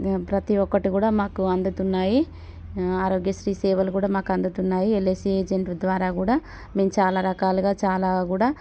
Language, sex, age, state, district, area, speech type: Telugu, female, 30-45, Telangana, Warangal, urban, spontaneous